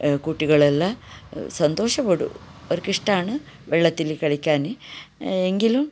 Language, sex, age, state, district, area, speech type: Malayalam, female, 60+, Kerala, Kasaragod, rural, spontaneous